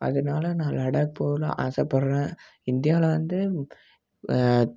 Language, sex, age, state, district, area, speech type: Tamil, male, 18-30, Tamil Nadu, Namakkal, rural, spontaneous